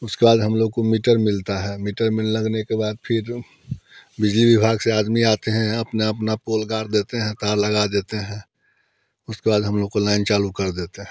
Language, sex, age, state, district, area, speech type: Hindi, male, 30-45, Bihar, Muzaffarpur, rural, spontaneous